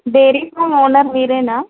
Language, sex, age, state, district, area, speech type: Telugu, female, 30-45, Telangana, Komaram Bheem, urban, conversation